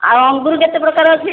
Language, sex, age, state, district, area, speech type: Odia, female, 60+, Odisha, Khordha, rural, conversation